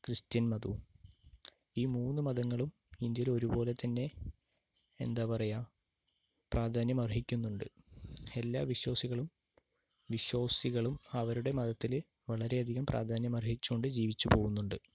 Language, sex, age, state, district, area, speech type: Malayalam, male, 30-45, Kerala, Palakkad, rural, spontaneous